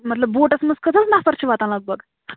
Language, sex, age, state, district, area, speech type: Kashmiri, female, 30-45, Jammu and Kashmir, Bandipora, rural, conversation